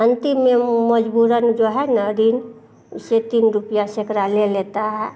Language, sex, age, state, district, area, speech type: Hindi, female, 45-60, Bihar, Madhepura, rural, spontaneous